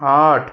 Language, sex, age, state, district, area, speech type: Hindi, male, 45-60, Rajasthan, Jaipur, urban, read